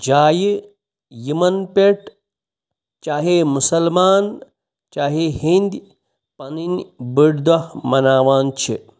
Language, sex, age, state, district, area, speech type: Kashmiri, male, 30-45, Jammu and Kashmir, Pulwama, urban, spontaneous